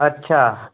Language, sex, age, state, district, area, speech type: Hindi, male, 30-45, Madhya Pradesh, Seoni, urban, conversation